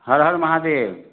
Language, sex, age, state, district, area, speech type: Maithili, male, 30-45, Bihar, Madhubani, rural, conversation